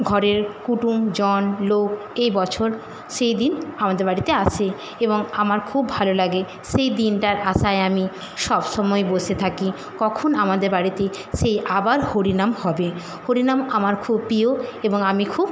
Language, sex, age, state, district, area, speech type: Bengali, female, 60+, West Bengal, Jhargram, rural, spontaneous